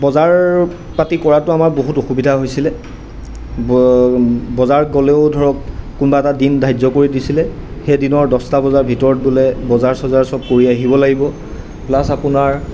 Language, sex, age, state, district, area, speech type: Assamese, male, 30-45, Assam, Golaghat, urban, spontaneous